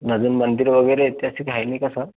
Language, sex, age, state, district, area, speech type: Marathi, male, 18-30, Maharashtra, Buldhana, rural, conversation